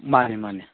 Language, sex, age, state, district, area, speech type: Manipuri, male, 60+, Manipur, Chandel, rural, conversation